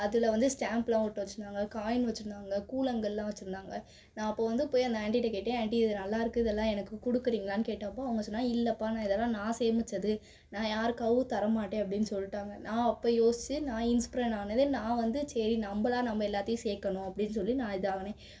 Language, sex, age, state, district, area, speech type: Tamil, female, 18-30, Tamil Nadu, Madurai, urban, spontaneous